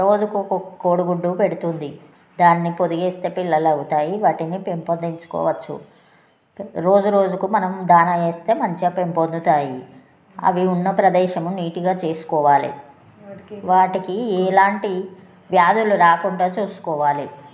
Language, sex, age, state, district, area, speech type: Telugu, female, 30-45, Telangana, Jagtial, rural, spontaneous